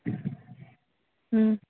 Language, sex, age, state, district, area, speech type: Manipuri, female, 18-30, Manipur, Kakching, rural, conversation